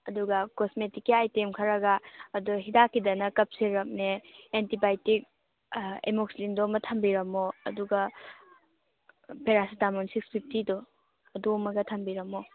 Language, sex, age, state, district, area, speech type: Manipuri, female, 18-30, Manipur, Churachandpur, rural, conversation